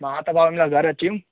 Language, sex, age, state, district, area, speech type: Sindhi, male, 18-30, Madhya Pradesh, Katni, urban, conversation